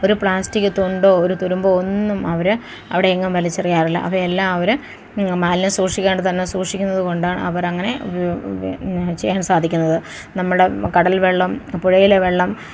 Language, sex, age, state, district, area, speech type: Malayalam, female, 45-60, Kerala, Thiruvananthapuram, rural, spontaneous